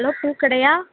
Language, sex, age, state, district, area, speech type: Tamil, female, 30-45, Tamil Nadu, Thoothukudi, rural, conversation